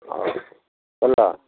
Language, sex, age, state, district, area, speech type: Odia, male, 60+, Odisha, Kalahandi, rural, conversation